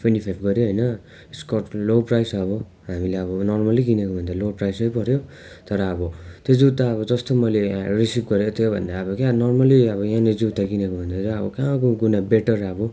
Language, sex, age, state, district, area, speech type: Nepali, male, 18-30, West Bengal, Darjeeling, rural, spontaneous